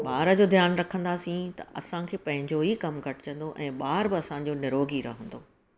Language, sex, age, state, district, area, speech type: Sindhi, female, 45-60, Gujarat, Surat, urban, spontaneous